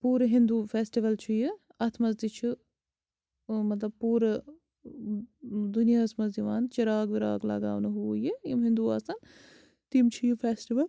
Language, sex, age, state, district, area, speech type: Kashmiri, female, 45-60, Jammu and Kashmir, Bandipora, rural, spontaneous